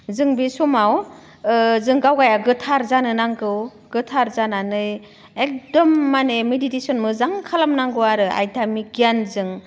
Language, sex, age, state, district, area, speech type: Bodo, female, 45-60, Assam, Udalguri, rural, spontaneous